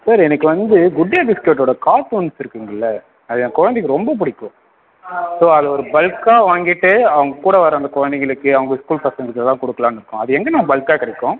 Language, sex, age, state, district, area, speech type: Tamil, male, 18-30, Tamil Nadu, Sivaganga, rural, conversation